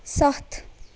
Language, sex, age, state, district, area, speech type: Kashmiri, female, 18-30, Jammu and Kashmir, Srinagar, urban, read